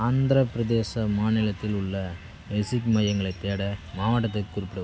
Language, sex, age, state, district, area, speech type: Tamil, male, 30-45, Tamil Nadu, Cuddalore, rural, read